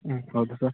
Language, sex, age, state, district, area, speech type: Kannada, male, 18-30, Karnataka, Kolar, rural, conversation